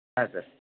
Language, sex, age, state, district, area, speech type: Kannada, male, 18-30, Karnataka, Dharwad, urban, conversation